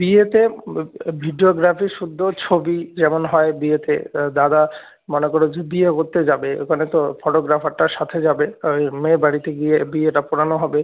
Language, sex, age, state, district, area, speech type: Bengali, male, 18-30, West Bengal, Jalpaiguri, urban, conversation